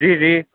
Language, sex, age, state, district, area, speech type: Urdu, male, 18-30, Uttar Pradesh, Rampur, urban, conversation